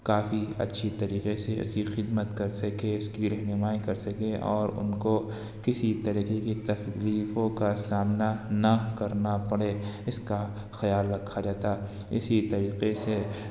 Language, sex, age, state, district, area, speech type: Urdu, male, 60+, Uttar Pradesh, Lucknow, rural, spontaneous